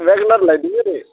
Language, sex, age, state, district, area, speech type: Nepali, male, 18-30, West Bengal, Alipurduar, urban, conversation